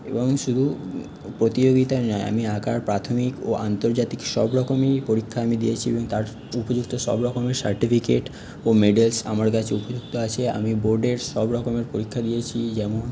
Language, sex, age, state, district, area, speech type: Bengali, male, 30-45, West Bengal, Paschim Bardhaman, urban, spontaneous